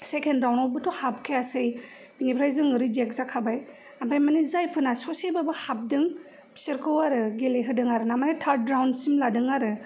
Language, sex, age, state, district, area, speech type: Bodo, female, 30-45, Assam, Kokrajhar, urban, spontaneous